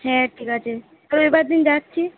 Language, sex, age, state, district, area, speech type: Bengali, female, 18-30, West Bengal, Purba Bardhaman, urban, conversation